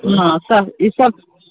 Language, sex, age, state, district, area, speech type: Maithili, female, 45-60, Bihar, Begusarai, urban, conversation